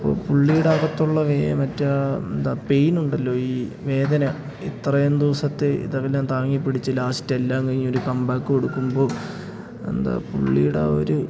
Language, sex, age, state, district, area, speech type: Malayalam, male, 18-30, Kerala, Idukki, rural, spontaneous